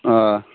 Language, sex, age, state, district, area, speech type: Kashmiri, male, 18-30, Jammu and Kashmir, Kulgam, rural, conversation